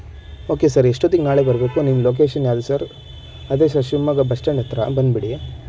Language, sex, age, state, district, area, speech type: Kannada, male, 18-30, Karnataka, Shimoga, rural, spontaneous